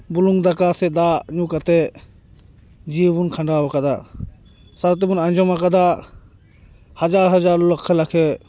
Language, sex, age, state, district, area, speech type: Santali, male, 30-45, West Bengal, Paschim Bardhaman, rural, spontaneous